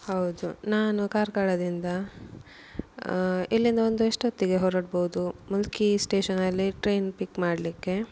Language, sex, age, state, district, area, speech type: Kannada, female, 30-45, Karnataka, Udupi, rural, spontaneous